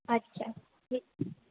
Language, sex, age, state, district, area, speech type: Marathi, female, 18-30, Maharashtra, Sindhudurg, rural, conversation